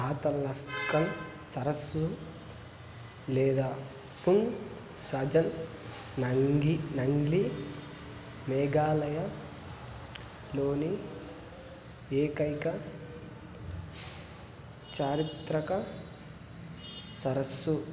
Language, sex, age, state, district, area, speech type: Telugu, male, 30-45, Andhra Pradesh, Kadapa, rural, read